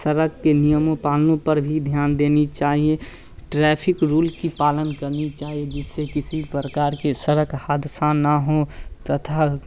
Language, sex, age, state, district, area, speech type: Hindi, male, 18-30, Bihar, Samastipur, rural, spontaneous